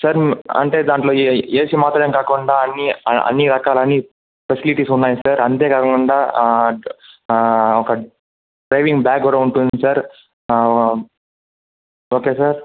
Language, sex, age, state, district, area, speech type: Telugu, male, 45-60, Andhra Pradesh, Chittoor, urban, conversation